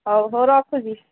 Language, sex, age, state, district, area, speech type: Odia, female, 45-60, Odisha, Angul, rural, conversation